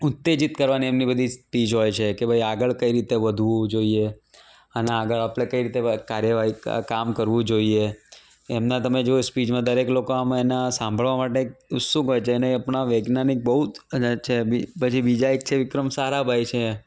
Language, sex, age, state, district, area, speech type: Gujarati, male, 30-45, Gujarat, Ahmedabad, urban, spontaneous